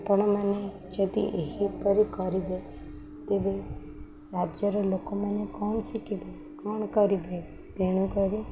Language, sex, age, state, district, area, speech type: Odia, female, 18-30, Odisha, Sundergarh, urban, spontaneous